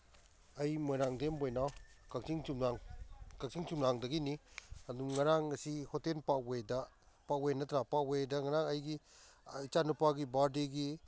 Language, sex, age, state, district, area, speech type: Manipuri, male, 45-60, Manipur, Kakching, rural, spontaneous